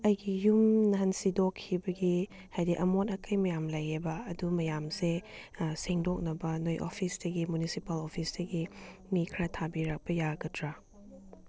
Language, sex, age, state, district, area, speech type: Manipuri, female, 30-45, Manipur, Chandel, rural, spontaneous